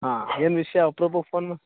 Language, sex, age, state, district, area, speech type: Kannada, male, 18-30, Karnataka, Mandya, rural, conversation